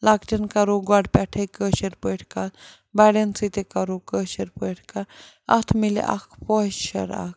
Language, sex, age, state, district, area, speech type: Kashmiri, female, 45-60, Jammu and Kashmir, Srinagar, urban, spontaneous